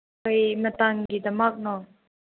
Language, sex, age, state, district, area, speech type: Manipuri, female, 18-30, Manipur, Senapati, urban, conversation